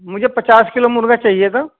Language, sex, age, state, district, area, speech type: Urdu, male, 45-60, Uttar Pradesh, Muzaffarnagar, rural, conversation